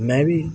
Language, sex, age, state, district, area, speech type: Punjabi, male, 18-30, Punjab, Mansa, rural, spontaneous